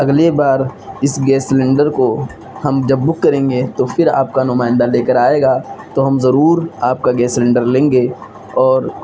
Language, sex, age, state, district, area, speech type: Urdu, male, 18-30, Uttar Pradesh, Siddharthnagar, rural, spontaneous